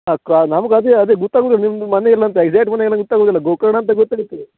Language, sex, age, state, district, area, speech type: Kannada, male, 18-30, Karnataka, Uttara Kannada, rural, conversation